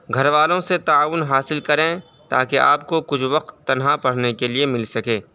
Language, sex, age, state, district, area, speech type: Urdu, male, 18-30, Uttar Pradesh, Saharanpur, urban, spontaneous